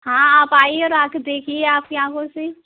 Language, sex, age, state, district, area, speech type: Hindi, female, 18-30, Rajasthan, Karauli, rural, conversation